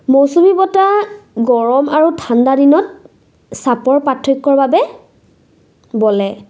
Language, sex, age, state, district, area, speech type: Assamese, female, 18-30, Assam, Sivasagar, urban, spontaneous